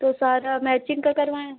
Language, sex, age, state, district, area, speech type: Hindi, female, 18-30, Uttar Pradesh, Azamgarh, urban, conversation